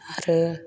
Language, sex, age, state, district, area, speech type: Bodo, female, 45-60, Assam, Chirang, rural, spontaneous